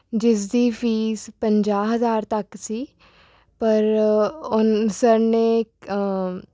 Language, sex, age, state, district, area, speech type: Punjabi, female, 18-30, Punjab, Rupnagar, urban, spontaneous